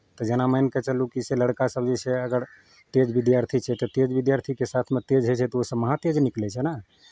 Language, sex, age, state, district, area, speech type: Maithili, male, 45-60, Bihar, Madhepura, rural, spontaneous